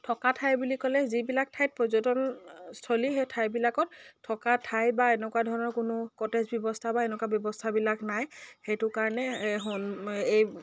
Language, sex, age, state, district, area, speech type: Assamese, female, 18-30, Assam, Dibrugarh, rural, spontaneous